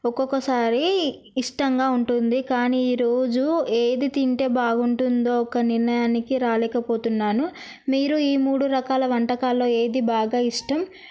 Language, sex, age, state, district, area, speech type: Telugu, female, 18-30, Telangana, Narayanpet, urban, spontaneous